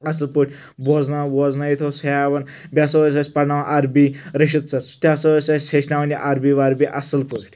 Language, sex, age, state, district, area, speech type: Kashmiri, male, 18-30, Jammu and Kashmir, Anantnag, rural, spontaneous